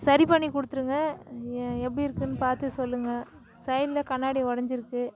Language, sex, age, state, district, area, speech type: Tamil, female, 30-45, Tamil Nadu, Tiruvannamalai, rural, spontaneous